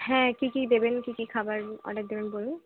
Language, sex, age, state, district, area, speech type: Bengali, female, 18-30, West Bengal, Bankura, urban, conversation